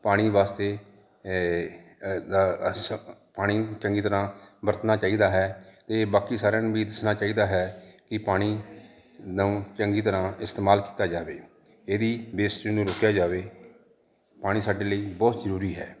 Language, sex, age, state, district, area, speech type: Punjabi, male, 45-60, Punjab, Jalandhar, urban, spontaneous